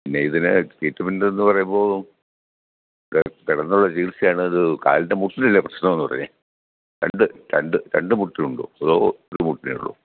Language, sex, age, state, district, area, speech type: Malayalam, male, 60+, Kerala, Pathanamthitta, rural, conversation